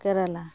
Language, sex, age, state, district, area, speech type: Santali, female, 30-45, West Bengal, Malda, rural, spontaneous